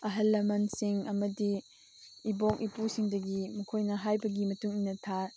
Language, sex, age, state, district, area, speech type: Manipuri, female, 18-30, Manipur, Chandel, rural, spontaneous